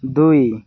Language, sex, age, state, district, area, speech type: Odia, male, 18-30, Odisha, Koraput, urban, read